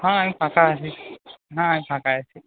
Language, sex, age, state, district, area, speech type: Bengali, male, 18-30, West Bengal, Purulia, urban, conversation